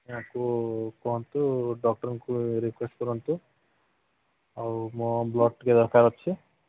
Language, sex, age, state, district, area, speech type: Odia, male, 45-60, Odisha, Sambalpur, rural, conversation